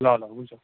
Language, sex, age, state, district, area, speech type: Nepali, male, 18-30, West Bengal, Darjeeling, rural, conversation